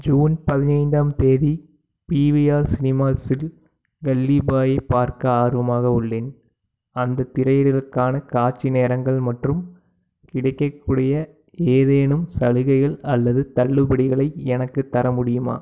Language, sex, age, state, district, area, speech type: Tamil, male, 18-30, Tamil Nadu, Tiruppur, urban, read